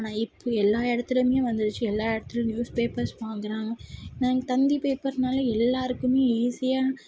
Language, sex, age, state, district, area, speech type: Tamil, female, 18-30, Tamil Nadu, Tirupattur, urban, spontaneous